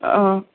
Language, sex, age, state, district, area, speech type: Kannada, female, 60+, Karnataka, Bellary, rural, conversation